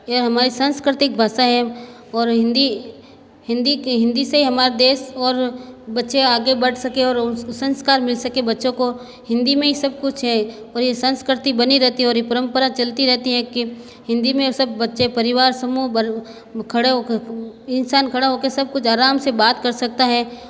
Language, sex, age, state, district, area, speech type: Hindi, female, 60+, Rajasthan, Jodhpur, urban, spontaneous